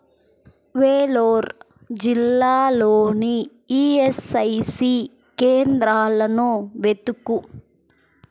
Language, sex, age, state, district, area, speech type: Telugu, female, 18-30, Andhra Pradesh, Chittoor, rural, read